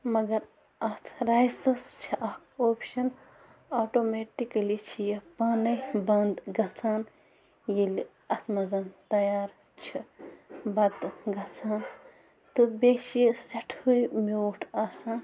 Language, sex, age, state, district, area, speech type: Kashmiri, female, 30-45, Jammu and Kashmir, Bandipora, rural, spontaneous